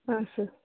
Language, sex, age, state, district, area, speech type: Kannada, female, 30-45, Karnataka, Chitradurga, urban, conversation